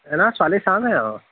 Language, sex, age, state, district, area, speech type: Assamese, male, 30-45, Assam, Majuli, urban, conversation